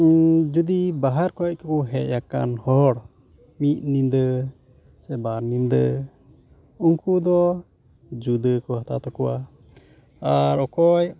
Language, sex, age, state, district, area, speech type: Santali, male, 45-60, West Bengal, Uttar Dinajpur, rural, spontaneous